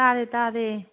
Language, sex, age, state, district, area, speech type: Manipuri, female, 45-60, Manipur, Kangpokpi, urban, conversation